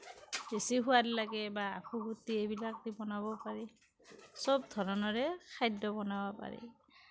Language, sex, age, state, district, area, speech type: Assamese, female, 45-60, Assam, Kamrup Metropolitan, rural, spontaneous